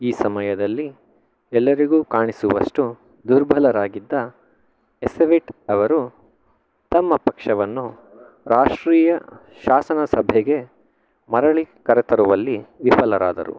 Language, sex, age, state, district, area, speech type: Kannada, male, 30-45, Karnataka, Chikkaballapur, rural, read